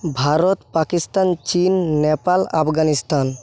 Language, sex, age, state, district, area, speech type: Bengali, male, 18-30, West Bengal, Paschim Medinipur, rural, spontaneous